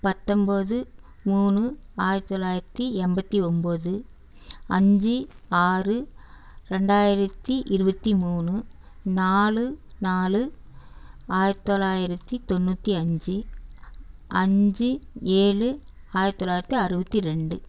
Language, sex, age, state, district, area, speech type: Tamil, female, 60+, Tamil Nadu, Erode, urban, spontaneous